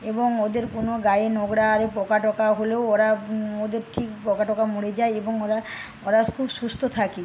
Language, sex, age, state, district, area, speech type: Bengali, female, 30-45, West Bengal, Paschim Medinipur, rural, spontaneous